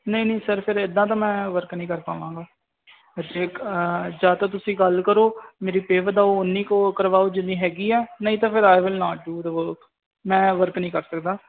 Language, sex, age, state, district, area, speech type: Punjabi, male, 18-30, Punjab, Firozpur, rural, conversation